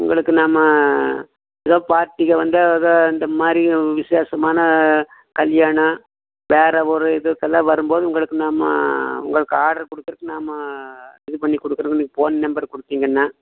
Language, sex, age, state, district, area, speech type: Tamil, male, 45-60, Tamil Nadu, Coimbatore, rural, conversation